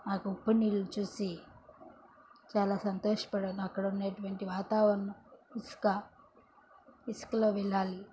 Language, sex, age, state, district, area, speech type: Telugu, female, 18-30, Andhra Pradesh, Chittoor, rural, spontaneous